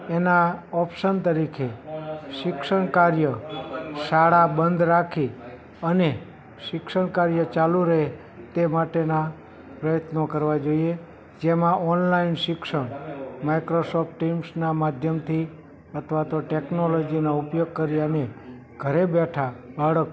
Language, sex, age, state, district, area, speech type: Gujarati, male, 18-30, Gujarat, Morbi, urban, spontaneous